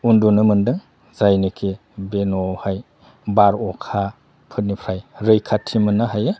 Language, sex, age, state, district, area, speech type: Bodo, male, 45-60, Assam, Udalguri, rural, spontaneous